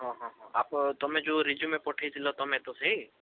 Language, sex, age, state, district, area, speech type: Odia, male, 18-30, Odisha, Bhadrak, rural, conversation